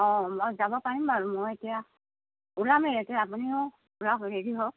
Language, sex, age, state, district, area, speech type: Assamese, female, 60+, Assam, Golaghat, rural, conversation